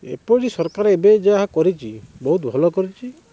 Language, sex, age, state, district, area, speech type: Odia, male, 30-45, Odisha, Kendrapara, urban, spontaneous